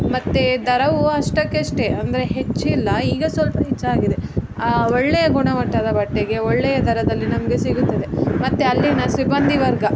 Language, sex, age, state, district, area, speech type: Kannada, female, 30-45, Karnataka, Udupi, rural, spontaneous